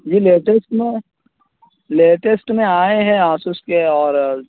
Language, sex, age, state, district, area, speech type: Urdu, male, 30-45, Uttar Pradesh, Lucknow, urban, conversation